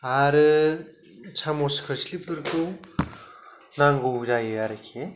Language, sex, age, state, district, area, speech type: Bodo, male, 30-45, Assam, Kokrajhar, rural, spontaneous